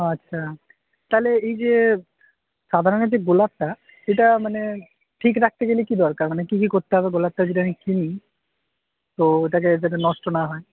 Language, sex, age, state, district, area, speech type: Bengali, male, 18-30, West Bengal, Murshidabad, urban, conversation